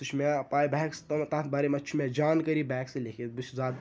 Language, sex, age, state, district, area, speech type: Kashmiri, male, 18-30, Jammu and Kashmir, Ganderbal, rural, spontaneous